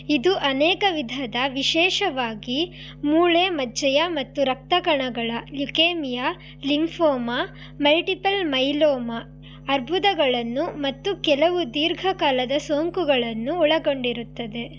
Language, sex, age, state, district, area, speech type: Kannada, female, 18-30, Karnataka, Shimoga, rural, read